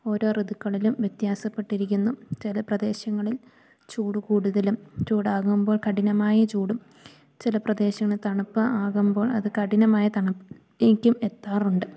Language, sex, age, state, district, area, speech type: Malayalam, female, 18-30, Kerala, Idukki, rural, spontaneous